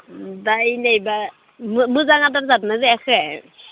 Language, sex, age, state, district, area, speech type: Bodo, female, 30-45, Assam, Udalguri, urban, conversation